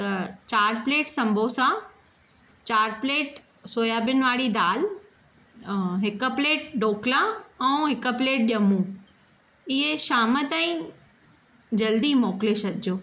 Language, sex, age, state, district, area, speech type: Sindhi, female, 30-45, Maharashtra, Thane, urban, spontaneous